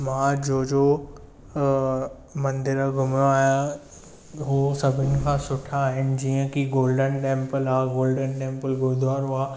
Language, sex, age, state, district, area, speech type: Sindhi, male, 18-30, Maharashtra, Thane, urban, spontaneous